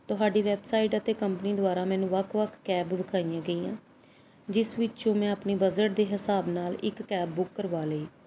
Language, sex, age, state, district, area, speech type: Punjabi, male, 45-60, Punjab, Pathankot, rural, spontaneous